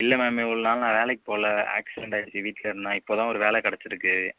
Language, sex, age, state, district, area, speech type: Tamil, male, 60+, Tamil Nadu, Tiruvarur, urban, conversation